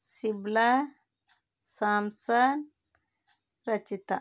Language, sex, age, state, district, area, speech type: Kannada, female, 45-60, Karnataka, Bidar, urban, spontaneous